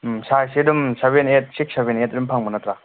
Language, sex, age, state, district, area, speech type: Manipuri, male, 18-30, Manipur, Kangpokpi, urban, conversation